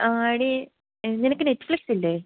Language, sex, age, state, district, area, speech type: Malayalam, female, 18-30, Kerala, Kollam, rural, conversation